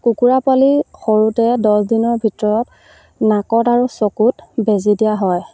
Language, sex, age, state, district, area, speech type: Assamese, female, 30-45, Assam, Sivasagar, rural, spontaneous